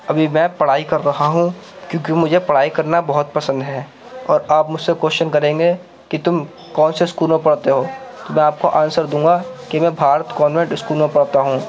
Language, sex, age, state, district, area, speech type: Urdu, male, 45-60, Uttar Pradesh, Gautam Buddha Nagar, urban, spontaneous